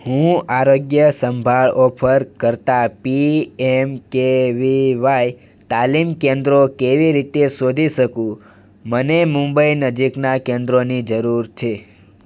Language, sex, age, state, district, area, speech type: Gujarati, male, 18-30, Gujarat, Surat, rural, read